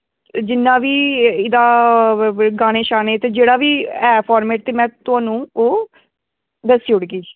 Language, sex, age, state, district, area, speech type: Dogri, female, 18-30, Jammu and Kashmir, Samba, rural, conversation